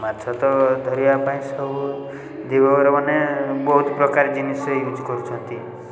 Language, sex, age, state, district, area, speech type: Odia, male, 30-45, Odisha, Puri, urban, spontaneous